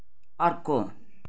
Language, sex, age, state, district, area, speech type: Nepali, female, 60+, West Bengal, Kalimpong, rural, read